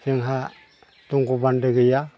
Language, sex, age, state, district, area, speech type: Bodo, male, 45-60, Assam, Chirang, rural, spontaneous